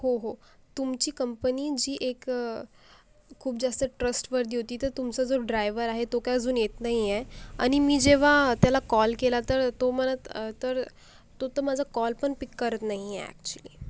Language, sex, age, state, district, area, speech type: Marathi, female, 18-30, Maharashtra, Akola, rural, spontaneous